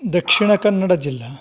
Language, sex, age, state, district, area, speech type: Sanskrit, male, 45-60, Karnataka, Davanagere, rural, spontaneous